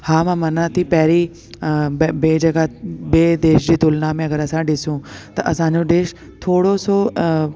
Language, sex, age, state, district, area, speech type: Sindhi, female, 30-45, Delhi, South Delhi, urban, spontaneous